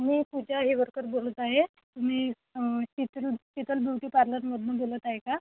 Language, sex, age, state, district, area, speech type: Marathi, female, 18-30, Maharashtra, Thane, rural, conversation